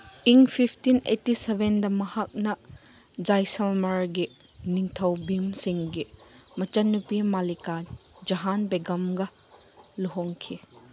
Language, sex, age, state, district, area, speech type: Manipuri, female, 45-60, Manipur, Chandel, rural, read